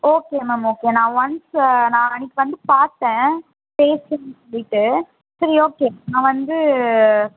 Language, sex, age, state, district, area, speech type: Tamil, female, 18-30, Tamil Nadu, Chennai, urban, conversation